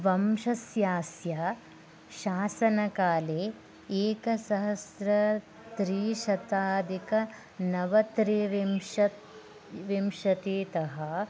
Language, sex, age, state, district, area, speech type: Sanskrit, female, 18-30, Karnataka, Bagalkot, rural, read